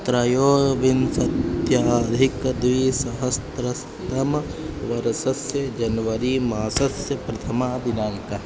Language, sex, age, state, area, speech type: Sanskrit, male, 18-30, Uttar Pradesh, urban, spontaneous